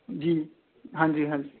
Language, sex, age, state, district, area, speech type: Dogri, male, 30-45, Jammu and Kashmir, Reasi, urban, conversation